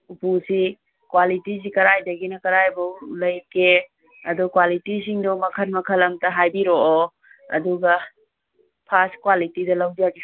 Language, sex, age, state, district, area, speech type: Manipuri, female, 60+, Manipur, Thoubal, rural, conversation